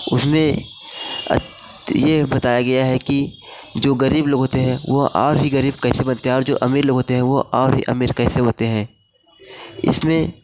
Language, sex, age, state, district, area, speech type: Hindi, male, 18-30, Uttar Pradesh, Mirzapur, rural, spontaneous